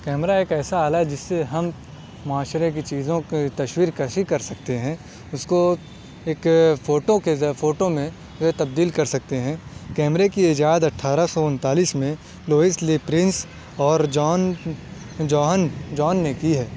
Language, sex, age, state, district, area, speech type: Urdu, male, 18-30, Delhi, South Delhi, urban, spontaneous